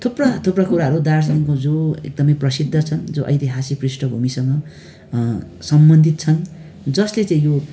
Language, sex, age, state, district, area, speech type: Nepali, male, 18-30, West Bengal, Darjeeling, rural, spontaneous